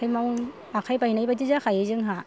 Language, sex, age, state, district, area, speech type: Bodo, female, 60+, Assam, Kokrajhar, rural, spontaneous